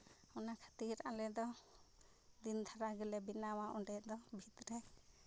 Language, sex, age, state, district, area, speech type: Santali, female, 30-45, Jharkhand, Seraikela Kharsawan, rural, spontaneous